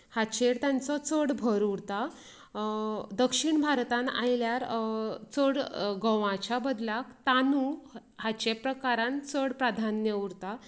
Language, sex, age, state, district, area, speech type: Goan Konkani, female, 30-45, Goa, Canacona, rural, spontaneous